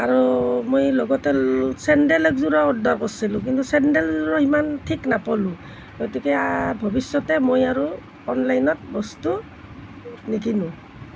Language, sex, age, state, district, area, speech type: Assamese, female, 60+, Assam, Nalbari, rural, spontaneous